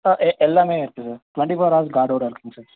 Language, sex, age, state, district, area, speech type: Tamil, male, 18-30, Tamil Nadu, Nilgiris, urban, conversation